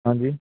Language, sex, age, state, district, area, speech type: Punjabi, male, 18-30, Punjab, Hoshiarpur, urban, conversation